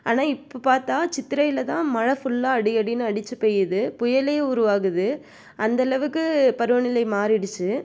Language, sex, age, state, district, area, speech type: Tamil, female, 45-60, Tamil Nadu, Tiruvarur, rural, spontaneous